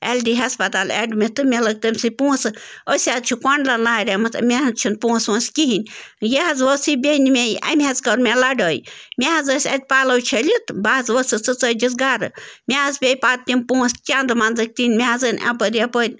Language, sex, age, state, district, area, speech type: Kashmiri, female, 30-45, Jammu and Kashmir, Bandipora, rural, spontaneous